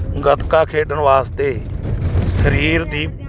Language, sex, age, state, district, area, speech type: Punjabi, male, 45-60, Punjab, Moga, rural, spontaneous